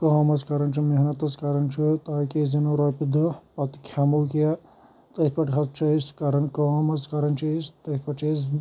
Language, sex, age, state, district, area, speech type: Kashmiri, male, 18-30, Jammu and Kashmir, Shopian, rural, spontaneous